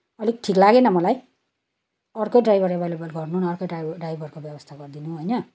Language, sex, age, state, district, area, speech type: Nepali, female, 30-45, West Bengal, Kalimpong, rural, spontaneous